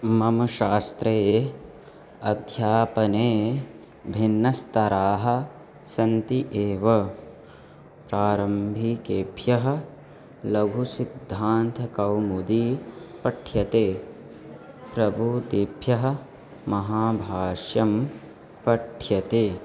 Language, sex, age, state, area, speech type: Sanskrit, male, 18-30, Uttar Pradesh, rural, spontaneous